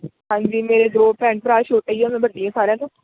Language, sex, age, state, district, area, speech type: Punjabi, female, 18-30, Punjab, Hoshiarpur, rural, conversation